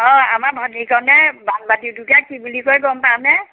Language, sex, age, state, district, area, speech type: Assamese, female, 60+, Assam, Majuli, rural, conversation